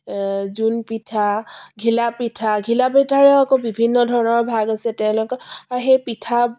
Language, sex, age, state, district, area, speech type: Assamese, female, 45-60, Assam, Dibrugarh, rural, spontaneous